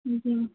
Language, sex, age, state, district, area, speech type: Hindi, female, 30-45, Uttar Pradesh, Sitapur, rural, conversation